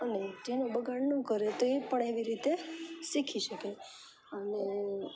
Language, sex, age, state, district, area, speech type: Gujarati, female, 18-30, Gujarat, Rajkot, urban, spontaneous